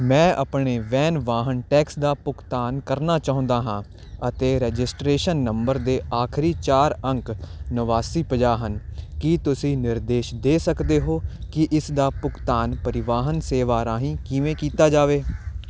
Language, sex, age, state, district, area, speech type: Punjabi, male, 18-30, Punjab, Hoshiarpur, urban, read